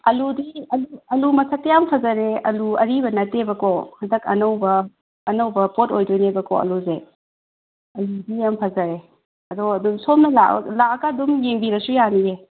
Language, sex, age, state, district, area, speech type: Manipuri, female, 30-45, Manipur, Kangpokpi, urban, conversation